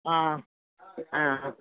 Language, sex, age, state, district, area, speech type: Sanskrit, female, 45-60, Kerala, Thiruvananthapuram, urban, conversation